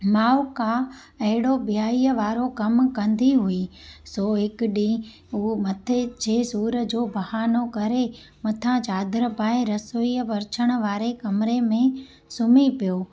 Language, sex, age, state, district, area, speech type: Sindhi, female, 30-45, Gujarat, Junagadh, urban, spontaneous